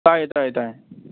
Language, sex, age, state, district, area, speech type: Manipuri, male, 30-45, Manipur, Kangpokpi, urban, conversation